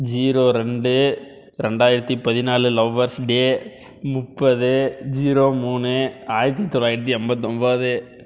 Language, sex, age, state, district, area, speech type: Tamil, male, 18-30, Tamil Nadu, Krishnagiri, rural, spontaneous